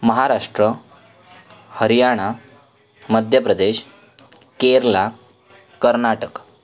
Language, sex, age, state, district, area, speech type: Marathi, male, 18-30, Maharashtra, Sindhudurg, rural, spontaneous